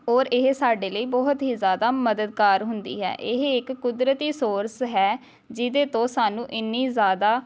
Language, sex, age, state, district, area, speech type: Punjabi, female, 18-30, Punjab, Amritsar, urban, spontaneous